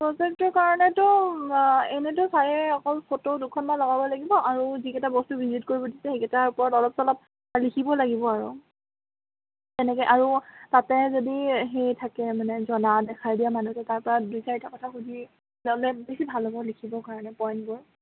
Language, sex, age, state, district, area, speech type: Assamese, female, 18-30, Assam, Kamrup Metropolitan, rural, conversation